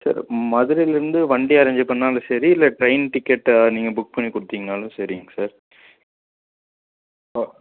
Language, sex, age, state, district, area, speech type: Tamil, male, 18-30, Tamil Nadu, Coimbatore, rural, conversation